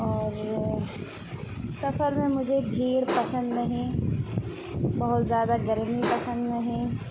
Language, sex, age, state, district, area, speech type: Urdu, female, 45-60, Bihar, Khagaria, rural, spontaneous